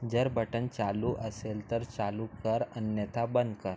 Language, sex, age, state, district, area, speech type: Marathi, male, 18-30, Maharashtra, Nagpur, urban, read